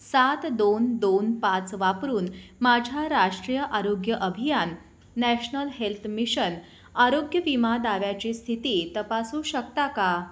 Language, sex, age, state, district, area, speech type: Marathi, female, 30-45, Maharashtra, Kolhapur, urban, read